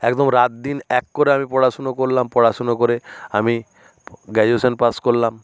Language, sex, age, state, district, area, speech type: Bengali, male, 60+, West Bengal, Nadia, rural, spontaneous